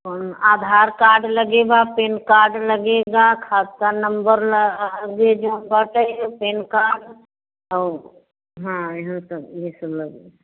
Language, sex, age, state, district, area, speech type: Hindi, female, 60+, Uttar Pradesh, Prayagraj, rural, conversation